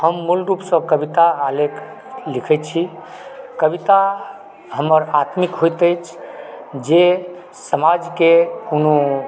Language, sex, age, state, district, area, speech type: Maithili, male, 45-60, Bihar, Supaul, rural, spontaneous